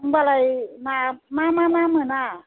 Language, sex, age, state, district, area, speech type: Bodo, female, 60+, Assam, Chirang, urban, conversation